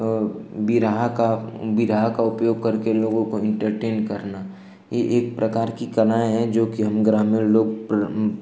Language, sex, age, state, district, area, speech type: Hindi, male, 18-30, Uttar Pradesh, Ghazipur, rural, spontaneous